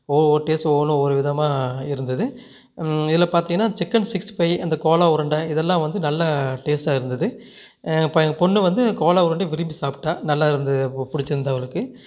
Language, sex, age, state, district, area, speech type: Tamil, male, 30-45, Tamil Nadu, Namakkal, rural, spontaneous